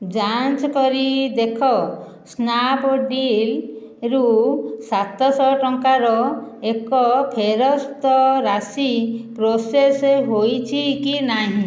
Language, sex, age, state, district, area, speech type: Odia, female, 60+, Odisha, Khordha, rural, read